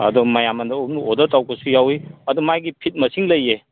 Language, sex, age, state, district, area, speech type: Manipuri, male, 45-60, Manipur, Kangpokpi, urban, conversation